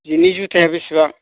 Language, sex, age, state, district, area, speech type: Bodo, male, 60+, Assam, Chirang, rural, conversation